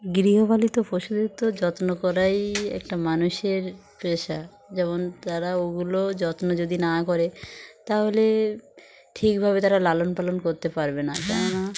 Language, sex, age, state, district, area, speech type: Bengali, female, 45-60, West Bengal, Dakshin Dinajpur, urban, spontaneous